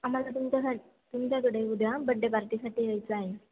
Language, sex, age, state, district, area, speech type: Marathi, female, 18-30, Maharashtra, Ahmednagar, urban, conversation